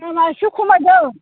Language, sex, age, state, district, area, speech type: Bodo, female, 60+, Assam, Chirang, rural, conversation